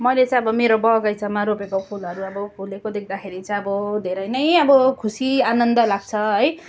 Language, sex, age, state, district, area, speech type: Nepali, female, 30-45, West Bengal, Darjeeling, rural, spontaneous